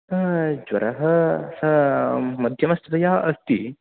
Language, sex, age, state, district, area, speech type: Sanskrit, male, 18-30, Karnataka, Uttara Kannada, urban, conversation